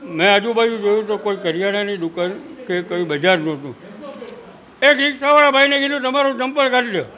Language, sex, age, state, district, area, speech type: Gujarati, male, 60+, Gujarat, Junagadh, rural, spontaneous